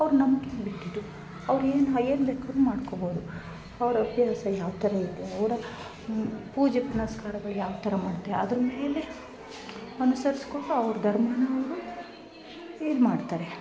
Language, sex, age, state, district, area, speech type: Kannada, female, 30-45, Karnataka, Chikkamagaluru, rural, spontaneous